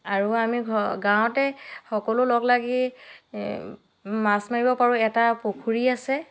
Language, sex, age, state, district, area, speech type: Assamese, female, 30-45, Assam, Dhemaji, rural, spontaneous